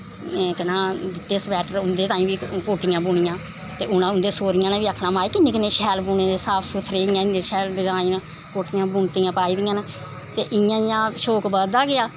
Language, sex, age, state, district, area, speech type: Dogri, female, 60+, Jammu and Kashmir, Samba, rural, spontaneous